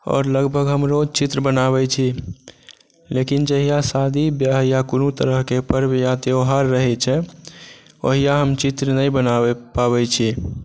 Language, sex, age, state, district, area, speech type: Maithili, male, 18-30, Bihar, Supaul, rural, spontaneous